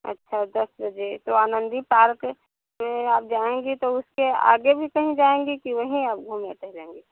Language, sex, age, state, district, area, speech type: Hindi, female, 45-60, Uttar Pradesh, Hardoi, rural, conversation